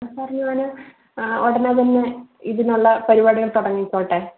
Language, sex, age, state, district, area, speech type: Malayalam, female, 18-30, Kerala, Wayanad, rural, conversation